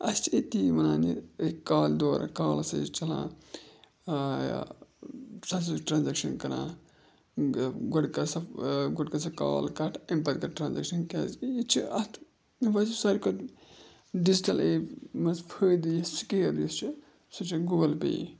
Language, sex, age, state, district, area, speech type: Kashmiri, male, 18-30, Jammu and Kashmir, Budgam, rural, spontaneous